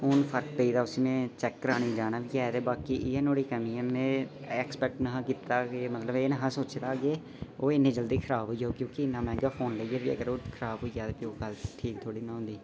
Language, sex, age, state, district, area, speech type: Dogri, male, 18-30, Jammu and Kashmir, Udhampur, rural, spontaneous